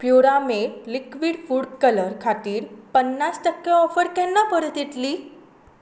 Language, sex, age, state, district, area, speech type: Goan Konkani, female, 18-30, Goa, Tiswadi, rural, read